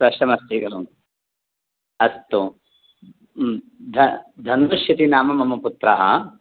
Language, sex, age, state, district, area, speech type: Sanskrit, male, 45-60, Karnataka, Bangalore Urban, urban, conversation